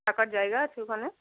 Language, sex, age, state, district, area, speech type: Bengali, female, 45-60, West Bengal, Bankura, rural, conversation